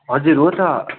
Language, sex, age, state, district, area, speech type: Nepali, male, 18-30, West Bengal, Darjeeling, rural, conversation